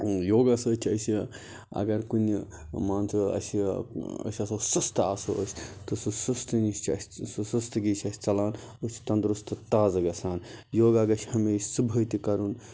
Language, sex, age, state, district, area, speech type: Kashmiri, male, 45-60, Jammu and Kashmir, Baramulla, rural, spontaneous